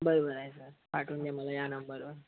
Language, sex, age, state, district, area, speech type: Marathi, male, 18-30, Maharashtra, Yavatmal, rural, conversation